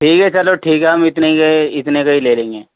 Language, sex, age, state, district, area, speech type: Urdu, male, 18-30, Delhi, East Delhi, rural, conversation